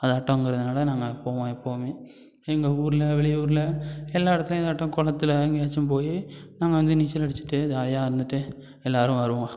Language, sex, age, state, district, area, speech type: Tamil, male, 18-30, Tamil Nadu, Thanjavur, rural, spontaneous